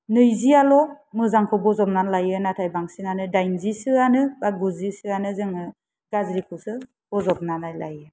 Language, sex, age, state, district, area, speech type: Bodo, female, 30-45, Assam, Kokrajhar, rural, spontaneous